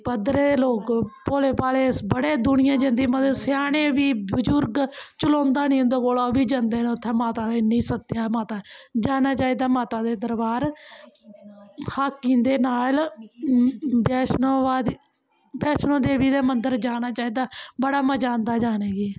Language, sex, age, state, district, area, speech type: Dogri, female, 30-45, Jammu and Kashmir, Kathua, rural, spontaneous